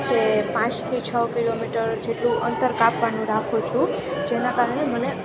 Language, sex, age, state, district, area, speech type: Gujarati, female, 18-30, Gujarat, Junagadh, rural, spontaneous